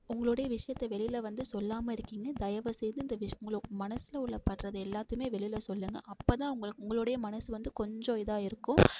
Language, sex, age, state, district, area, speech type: Tamil, female, 18-30, Tamil Nadu, Mayiladuthurai, urban, spontaneous